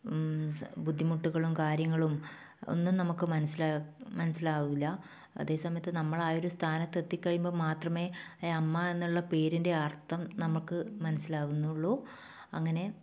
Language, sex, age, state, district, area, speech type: Malayalam, female, 30-45, Kerala, Kannur, rural, spontaneous